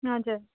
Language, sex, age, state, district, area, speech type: Nepali, female, 18-30, West Bengal, Darjeeling, rural, conversation